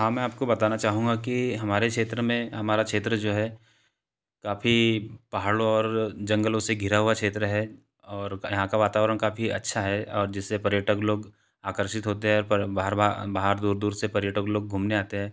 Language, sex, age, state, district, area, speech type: Hindi, male, 30-45, Madhya Pradesh, Betul, rural, spontaneous